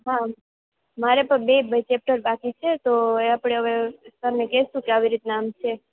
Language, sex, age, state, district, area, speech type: Gujarati, female, 18-30, Gujarat, Junagadh, rural, conversation